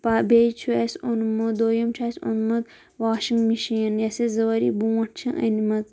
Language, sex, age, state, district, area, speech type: Kashmiri, female, 18-30, Jammu and Kashmir, Kulgam, rural, spontaneous